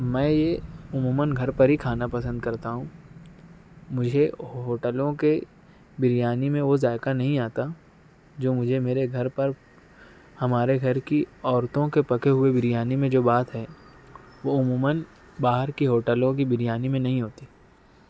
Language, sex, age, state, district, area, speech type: Urdu, male, 60+, Maharashtra, Nashik, urban, spontaneous